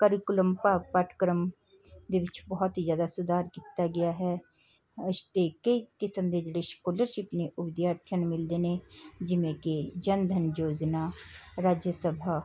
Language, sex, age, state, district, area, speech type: Punjabi, male, 45-60, Punjab, Patiala, urban, spontaneous